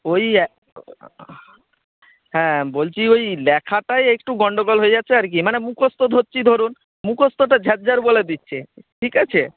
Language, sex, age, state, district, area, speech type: Bengali, male, 60+, West Bengal, Nadia, rural, conversation